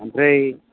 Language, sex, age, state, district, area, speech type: Bodo, male, 30-45, Assam, Chirang, rural, conversation